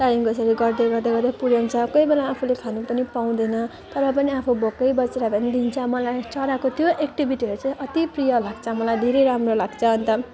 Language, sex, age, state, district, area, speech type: Nepali, female, 18-30, West Bengal, Jalpaiguri, rural, spontaneous